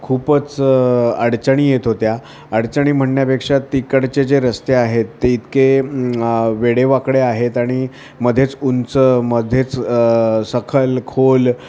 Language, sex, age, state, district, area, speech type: Marathi, male, 45-60, Maharashtra, Thane, rural, spontaneous